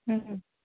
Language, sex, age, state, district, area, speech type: Bengali, female, 45-60, West Bengal, Nadia, rural, conversation